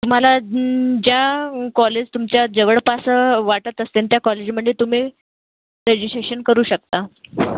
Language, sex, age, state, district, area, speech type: Marathi, female, 30-45, Maharashtra, Nagpur, urban, conversation